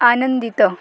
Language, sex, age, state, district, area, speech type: Odia, female, 30-45, Odisha, Koraput, urban, read